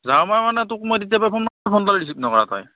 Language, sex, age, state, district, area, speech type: Assamese, male, 30-45, Assam, Darrang, rural, conversation